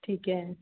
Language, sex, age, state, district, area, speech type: Punjabi, female, 30-45, Punjab, Rupnagar, urban, conversation